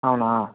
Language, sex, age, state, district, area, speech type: Telugu, male, 30-45, Andhra Pradesh, Chittoor, urban, conversation